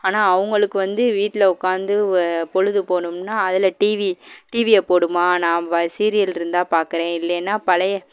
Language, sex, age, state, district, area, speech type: Tamil, female, 18-30, Tamil Nadu, Madurai, urban, spontaneous